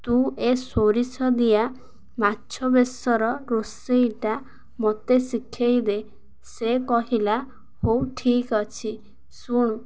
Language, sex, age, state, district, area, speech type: Odia, female, 18-30, Odisha, Ganjam, urban, spontaneous